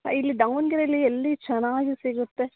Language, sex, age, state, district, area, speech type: Kannada, female, 18-30, Karnataka, Davanagere, rural, conversation